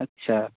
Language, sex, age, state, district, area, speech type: Urdu, male, 30-45, Bihar, Purnia, rural, conversation